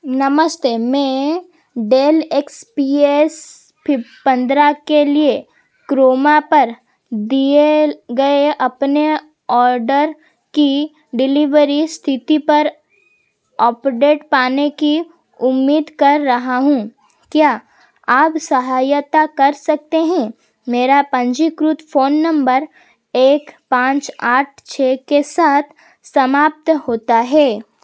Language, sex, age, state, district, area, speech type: Hindi, female, 18-30, Madhya Pradesh, Seoni, urban, read